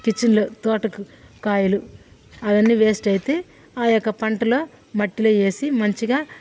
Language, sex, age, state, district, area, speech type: Telugu, female, 60+, Andhra Pradesh, Sri Balaji, urban, spontaneous